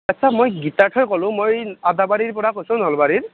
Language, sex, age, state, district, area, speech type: Assamese, male, 18-30, Assam, Nalbari, rural, conversation